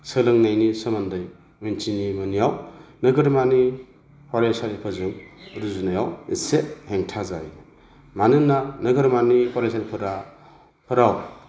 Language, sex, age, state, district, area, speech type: Bodo, male, 45-60, Assam, Chirang, rural, spontaneous